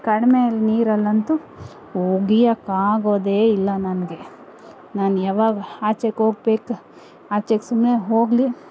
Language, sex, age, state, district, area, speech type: Kannada, female, 30-45, Karnataka, Kolar, urban, spontaneous